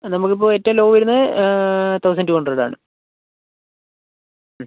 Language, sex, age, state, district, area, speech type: Malayalam, female, 45-60, Kerala, Kozhikode, urban, conversation